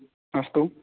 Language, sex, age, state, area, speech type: Sanskrit, male, 18-30, Rajasthan, urban, conversation